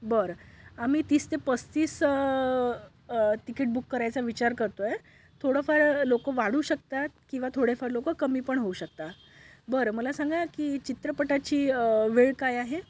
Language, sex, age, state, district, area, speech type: Marathi, female, 18-30, Maharashtra, Bhandara, rural, spontaneous